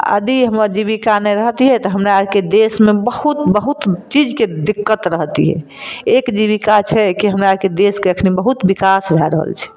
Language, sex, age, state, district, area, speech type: Maithili, female, 45-60, Bihar, Madhepura, rural, spontaneous